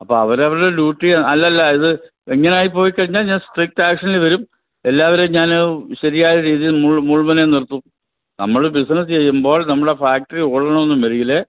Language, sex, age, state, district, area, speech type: Malayalam, male, 60+, Kerala, Pathanamthitta, rural, conversation